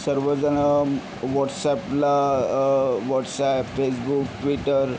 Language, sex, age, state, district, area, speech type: Marathi, male, 45-60, Maharashtra, Yavatmal, urban, spontaneous